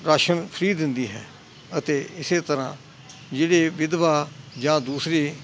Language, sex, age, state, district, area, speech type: Punjabi, male, 60+, Punjab, Hoshiarpur, rural, spontaneous